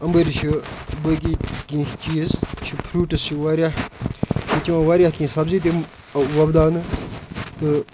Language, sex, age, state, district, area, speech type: Kashmiri, male, 30-45, Jammu and Kashmir, Kupwara, rural, spontaneous